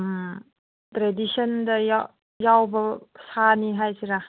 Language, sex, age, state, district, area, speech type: Manipuri, female, 18-30, Manipur, Kangpokpi, urban, conversation